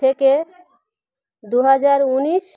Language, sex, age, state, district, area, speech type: Bengali, female, 30-45, West Bengal, Dakshin Dinajpur, urban, read